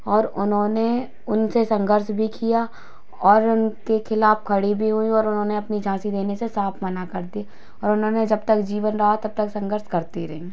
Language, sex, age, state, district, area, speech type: Hindi, female, 18-30, Madhya Pradesh, Hoshangabad, urban, spontaneous